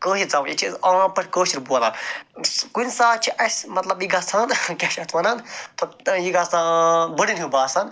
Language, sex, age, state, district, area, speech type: Kashmiri, male, 45-60, Jammu and Kashmir, Ganderbal, urban, spontaneous